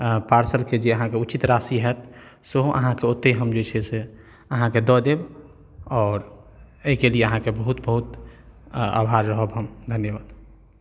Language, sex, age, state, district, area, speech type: Maithili, male, 45-60, Bihar, Madhubani, urban, spontaneous